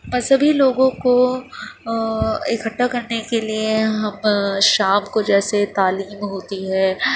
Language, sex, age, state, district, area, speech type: Urdu, female, 30-45, Uttar Pradesh, Gautam Buddha Nagar, urban, spontaneous